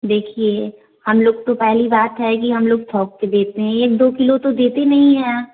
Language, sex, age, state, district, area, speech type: Hindi, female, 30-45, Uttar Pradesh, Varanasi, rural, conversation